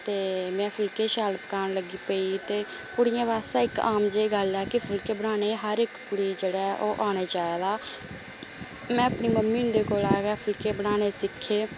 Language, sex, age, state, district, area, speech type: Dogri, female, 18-30, Jammu and Kashmir, Samba, rural, spontaneous